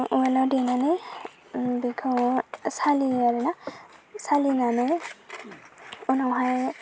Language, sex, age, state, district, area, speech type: Bodo, female, 18-30, Assam, Baksa, rural, spontaneous